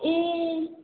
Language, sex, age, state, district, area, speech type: Nepali, female, 18-30, West Bengal, Darjeeling, rural, conversation